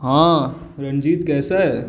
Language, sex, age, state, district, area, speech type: Hindi, male, 18-30, Madhya Pradesh, Jabalpur, urban, spontaneous